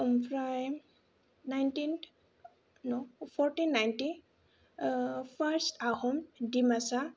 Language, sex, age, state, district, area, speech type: Bodo, female, 18-30, Assam, Kokrajhar, rural, spontaneous